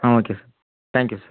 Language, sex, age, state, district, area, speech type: Tamil, male, 18-30, Tamil Nadu, Tiruppur, rural, conversation